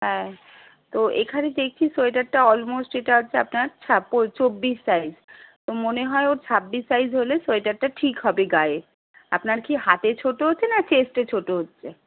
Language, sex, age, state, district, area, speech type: Bengali, female, 30-45, West Bengal, Darjeeling, rural, conversation